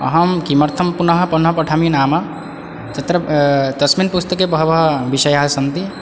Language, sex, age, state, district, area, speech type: Sanskrit, male, 18-30, Odisha, Balangir, rural, spontaneous